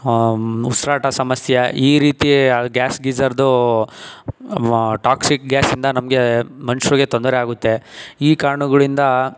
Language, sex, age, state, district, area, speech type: Kannada, male, 18-30, Karnataka, Tumkur, rural, spontaneous